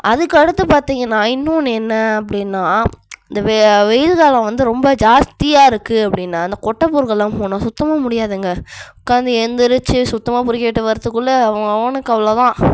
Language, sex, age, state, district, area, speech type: Tamil, female, 45-60, Tamil Nadu, Cuddalore, urban, spontaneous